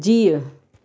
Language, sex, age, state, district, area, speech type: Sindhi, female, 30-45, Gujarat, Surat, urban, read